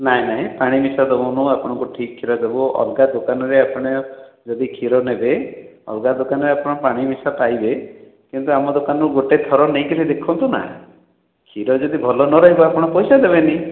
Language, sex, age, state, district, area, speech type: Odia, male, 60+, Odisha, Khordha, rural, conversation